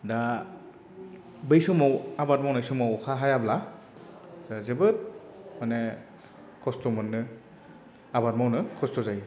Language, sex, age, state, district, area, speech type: Bodo, male, 30-45, Assam, Chirang, rural, spontaneous